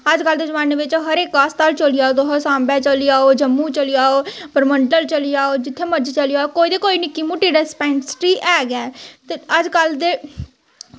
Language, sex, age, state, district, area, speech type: Dogri, female, 18-30, Jammu and Kashmir, Samba, rural, spontaneous